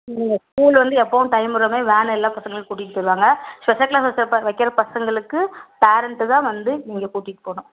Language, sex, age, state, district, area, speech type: Tamil, female, 30-45, Tamil Nadu, Tiruppur, rural, conversation